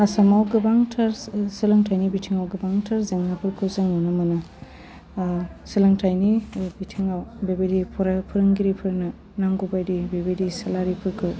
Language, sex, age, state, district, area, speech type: Bodo, female, 30-45, Assam, Udalguri, urban, spontaneous